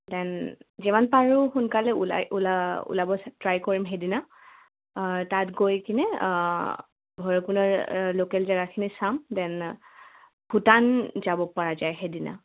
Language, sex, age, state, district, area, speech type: Assamese, female, 18-30, Assam, Udalguri, rural, conversation